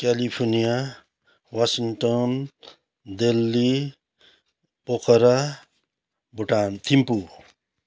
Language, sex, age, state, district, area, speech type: Nepali, male, 45-60, West Bengal, Kalimpong, rural, spontaneous